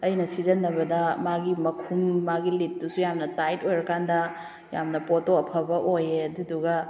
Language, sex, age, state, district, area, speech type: Manipuri, female, 30-45, Manipur, Kakching, rural, spontaneous